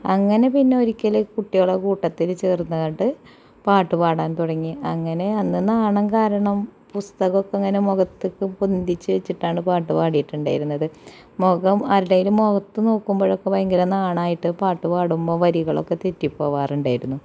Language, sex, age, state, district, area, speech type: Malayalam, female, 30-45, Kerala, Malappuram, rural, spontaneous